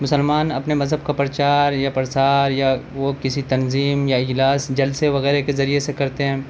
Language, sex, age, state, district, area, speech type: Urdu, male, 30-45, Delhi, South Delhi, urban, spontaneous